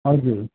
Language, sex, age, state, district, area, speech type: Nepali, male, 18-30, West Bengal, Darjeeling, rural, conversation